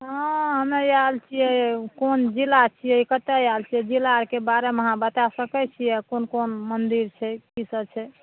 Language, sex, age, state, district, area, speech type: Maithili, female, 60+, Bihar, Madhepura, rural, conversation